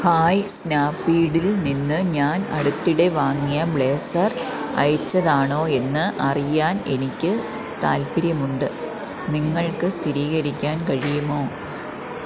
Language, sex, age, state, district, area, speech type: Malayalam, female, 30-45, Kerala, Kollam, rural, read